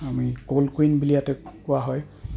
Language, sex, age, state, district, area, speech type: Assamese, male, 30-45, Assam, Goalpara, urban, spontaneous